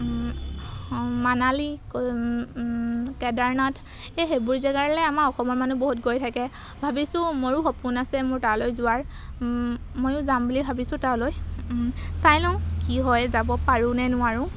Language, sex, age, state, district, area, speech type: Assamese, female, 18-30, Assam, Golaghat, urban, spontaneous